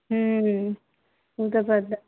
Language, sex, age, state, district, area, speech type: Maithili, female, 30-45, Bihar, Sitamarhi, urban, conversation